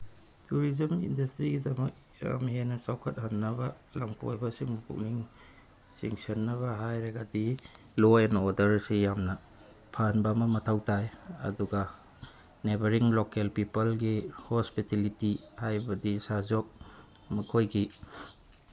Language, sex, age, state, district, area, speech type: Manipuri, male, 45-60, Manipur, Tengnoupal, rural, spontaneous